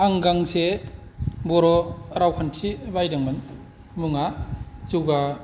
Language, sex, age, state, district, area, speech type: Bodo, male, 45-60, Assam, Kokrajhar, urban, spontaneous